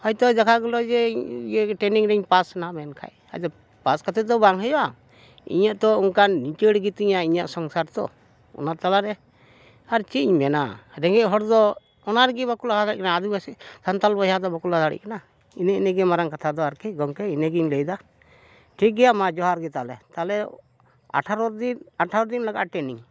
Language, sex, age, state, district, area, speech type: Santali, male, 60+, West Bengal, Dakshin Dinajpur, rural, spontaneous